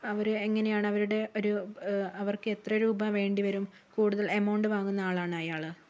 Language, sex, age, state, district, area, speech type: Malayalam, female, 60+, Kerala, Wayanad, rural, spontaneous